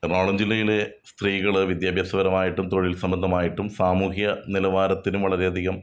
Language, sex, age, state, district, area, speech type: Malayalam, male, 30-45, Kerala, Ernakulam, rural, spontaneous